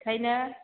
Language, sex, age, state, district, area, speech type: Bodo, female, 45-60, Assam, Chirang, rural, conversation